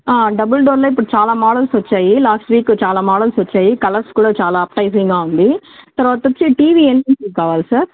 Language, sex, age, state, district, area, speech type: Telugu, female, 18-30, Andhra Pradesh, Annamaya, urban, conversation